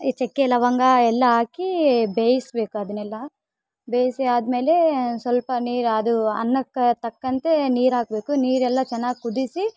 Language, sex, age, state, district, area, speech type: Kannada, female, 18-30, Karnataka, Vijayanagara, rural, spontaneous